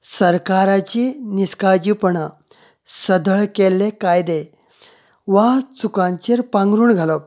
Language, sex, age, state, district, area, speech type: Goan Konkani, male, 30-45, Goa, Canacona, rural, spontaneous